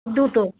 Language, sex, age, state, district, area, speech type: Bengali, female, 45-60, West Bengal, Darjeeling, urban, conversation